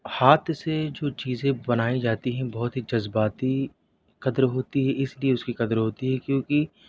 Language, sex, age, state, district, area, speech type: Urdu, male, 18-30, Delhi, South Delhi, urban, spontaneous